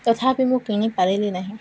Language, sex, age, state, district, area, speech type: Odia, female, 18-30, Odisha, Koraput, urban, spontaneous